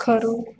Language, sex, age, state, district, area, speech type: Gujarati, female, 18-30, Gujarat, Valsad, rural, read